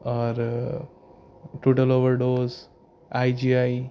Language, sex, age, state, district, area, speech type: Urdu, male, 18-30, Delhi, North East Delhi, urban, spontaneous